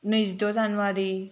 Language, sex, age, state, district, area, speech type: Bodo, female, 18-30, Assam, Kokrajhar, urban, spontaneous